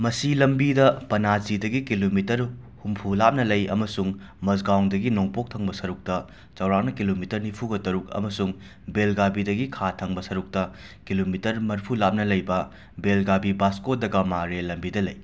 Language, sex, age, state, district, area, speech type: Manipuri, male, 18-30, Manipur, Imphal West, urban, read